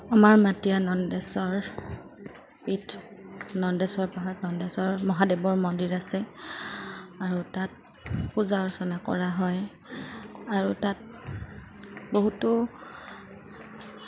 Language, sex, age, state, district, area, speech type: Assamese, female, 30-45, Assam, Goalpara, rural, spontaneous